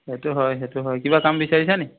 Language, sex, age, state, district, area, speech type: Assamese, male, 30-45, Assam, Dhemaji, rural, conversation